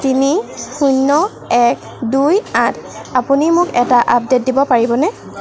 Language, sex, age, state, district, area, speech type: Assamese, female, 18-30, Assam, Golaghat, urban, read